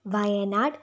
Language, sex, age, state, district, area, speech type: Malayalam, female, 18-30, Kerala, Wayanad, rural, spontaneous